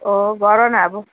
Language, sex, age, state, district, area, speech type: Nepali, female, 30-45, West Bengal, Kalimpong, rural, conversation